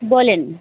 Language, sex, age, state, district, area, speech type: Bengali, female, 30-45, West Bengal, Alipurduar, rural, conversation